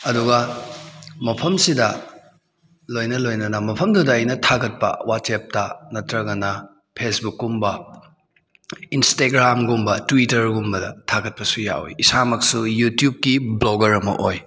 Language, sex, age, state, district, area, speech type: Manipuri, male, 18-30, Manipur, Kakching, rural, spontaneous